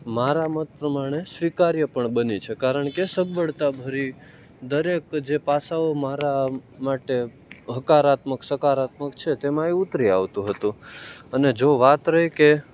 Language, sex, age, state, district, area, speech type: Gujarati, male, 18-30, Gujarat, Rajkot, rural, spontaneous